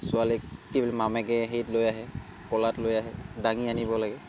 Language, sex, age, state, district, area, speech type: Assamese, male, 30-45, Assam, Barpeta, rural, spontaneous